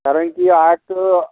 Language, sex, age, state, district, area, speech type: Marathi, male, 60+, Maharashtra, Amravati, rural, conversation